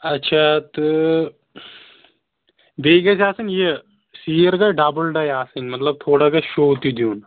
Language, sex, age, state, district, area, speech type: Kashmiri, male, 18-30, Jammu and Kashmir, Shopian, rural, conversation